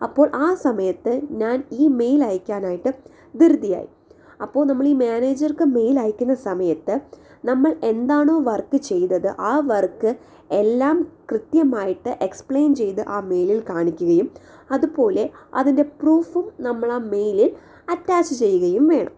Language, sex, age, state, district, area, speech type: Malayalam, female, 18-30, Kerala, Thiruvananthapuram, urban, spontaneous